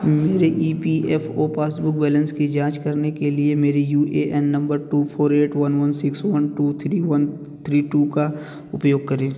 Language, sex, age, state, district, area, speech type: Hindi, male, 30-45, Uttar Pradesh, Bhadohi, urban, read